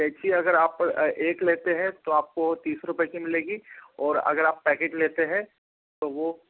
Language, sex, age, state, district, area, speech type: Hindi, male, 60+, Madhya Pradesh, Bhopal, urban, conversation